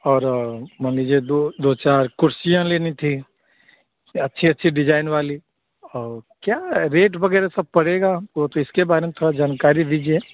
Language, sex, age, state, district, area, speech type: Hindi, male, 45-60, Bihar, Begusarai, rural, conversation